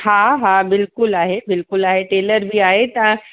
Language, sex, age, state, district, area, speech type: Sindhi, female, 60+, Uttar Pradesh, Lucknow, rural, conversation